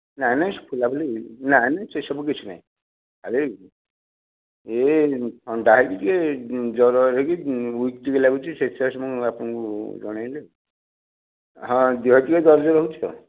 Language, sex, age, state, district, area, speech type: Odia, male, 60+, Odisha, Nayagarh, rural, conversation